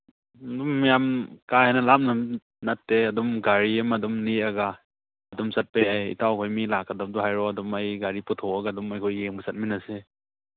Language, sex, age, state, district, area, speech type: Manipuri, male, 30-45, Manipur, Churachandpur, rural, conversation